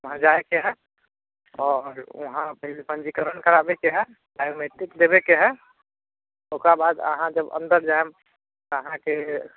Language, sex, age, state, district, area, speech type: Maithili, male, 30-45, Bihar, Sitamarhi, rural, conversation